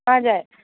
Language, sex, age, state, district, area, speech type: Nepali, female, 18-30, West Bengal, Darjeeling, rural, conversation